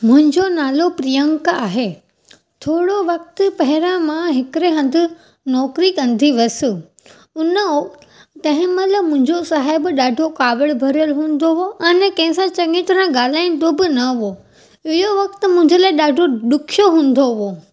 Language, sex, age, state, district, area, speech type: Sindhi, female, 18-30, Gujarat, Junagadh, urban, spontaneous